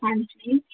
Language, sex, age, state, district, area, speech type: Punjabi, female, 18-30, Punjab, Hoshiarpur, rural, conversation